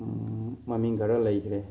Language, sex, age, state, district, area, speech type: Manipuri, male, 18-30, Manipur, Thoubal, rural, spontaneous